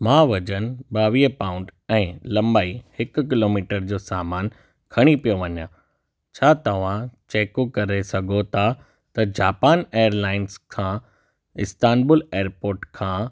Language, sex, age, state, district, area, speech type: Sindhi, male, 18-30, Gujarat, Kutch, rural, read